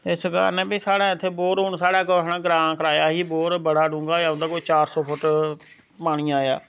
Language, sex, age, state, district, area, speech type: Dogri, male, 30-45, Jammu and Kashmir, Samba, rural, spontaneous